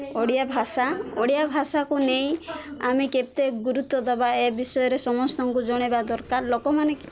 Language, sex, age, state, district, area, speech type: Odia, female, 18-30, Odisha, Koraput, urban, spontaneous